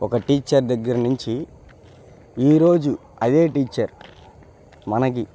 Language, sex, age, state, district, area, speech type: Telugu, male, 18-30, Andhra Pradesh, Bapatla, rural, spontaneous